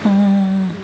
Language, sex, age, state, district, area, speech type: Telugu, female, 60+, Telangana, Hyderabad, urban, spontaneous